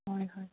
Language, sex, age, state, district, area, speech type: Manipuri, female, 18-30, Manipur, Senapati, urban, conversation